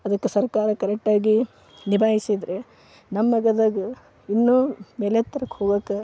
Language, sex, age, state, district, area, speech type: Kannada, female, 30-45, Karnataka, Gadag, rural, spontaneous